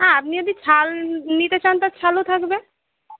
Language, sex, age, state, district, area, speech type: Bengali, female, 18-30, West Bengal, Howrah, urban, conversation